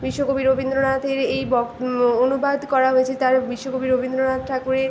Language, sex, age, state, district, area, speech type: Bengali, female, 18-30, West Bengal, Paschim Medinipur, rural, spontaneous